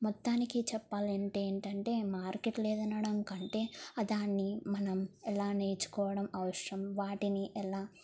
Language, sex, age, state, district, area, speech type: Telugu, female, 18-30, Telangana, Jangaon, urban, spontaneous